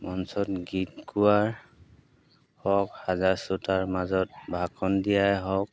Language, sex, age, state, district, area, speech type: Assamese, male, 45-60, Assam, Golaghat, urban, spontaneous